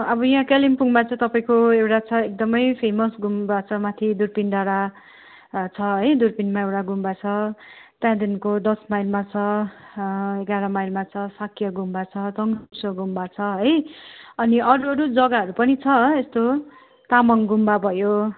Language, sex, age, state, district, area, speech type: Nepali, female, 60+, West Bengal, Kalimpong, rural, conversation